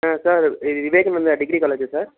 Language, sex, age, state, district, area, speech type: Telugu, male, 45-60, Andhra Pradesh, Chittoor, urban, conversation